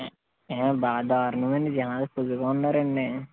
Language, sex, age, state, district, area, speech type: Telugu, male, 18-30, Andhra Pradesh, West Godavari, rural, conversation